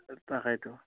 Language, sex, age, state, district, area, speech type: Assamese, male, 18-30, Assam, Nalbari, rural, conversation